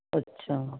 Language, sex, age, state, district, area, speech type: Punjabi, female, 60+, Punjab, Fazilka, rural, conversation